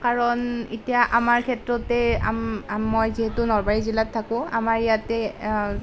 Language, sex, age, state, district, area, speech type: Assamese, female, 18-30, Assam, Nalbari, rural, spontaneous